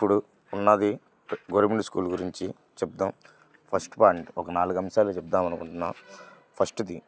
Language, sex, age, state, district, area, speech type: Telugu, male, 18-30, Andhra Pradesh, Bapatla, rural, spontaneous